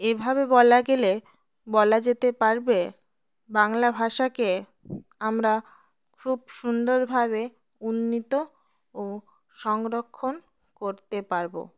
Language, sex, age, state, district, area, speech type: Bengali, female, 18-30, West Bengal, Birbhum, urban, spontaneous